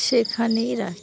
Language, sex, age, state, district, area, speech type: Bengali, female, 18-30, West Bengal, Dakshin Dinajpur, urban, spontaneous